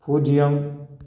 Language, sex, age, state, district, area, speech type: Tamil, male, 60+, Tamil Nadu, Tiruppur, rural, read